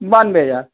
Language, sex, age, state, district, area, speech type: Hindi, male, 30-45, Uttar Pradesh, Azamgarh, rural, conversation